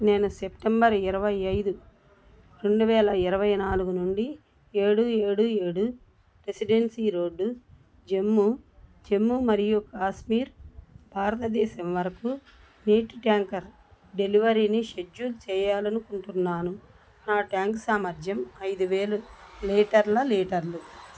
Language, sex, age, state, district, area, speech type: Telugu, female, 60+, Andhra Pradesh, Bapatla, urban, read